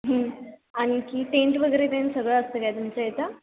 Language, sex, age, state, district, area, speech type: Marathi, female, 18-30, Maharashtra, Kolhapur, rural, conversation